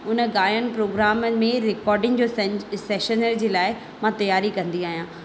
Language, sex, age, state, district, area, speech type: Sindhi, female, 18-30, Madhya Pradesh, Katni, rural, spontaneous